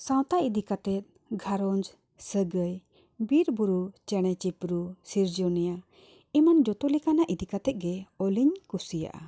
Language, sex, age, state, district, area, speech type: Santali, female, 45-60, Jharkhand, Bokaro, rural, spontaneous